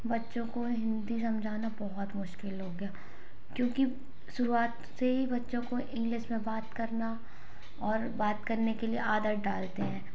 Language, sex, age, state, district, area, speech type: Hindi, female, 18-30, Madhya Pradesh, Hoshangabad, urban, spontaneous